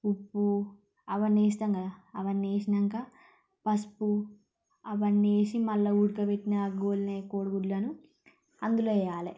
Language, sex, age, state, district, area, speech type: Telugu, female, 30-45, Telangana, Ranga Reddy, urban, spontaneous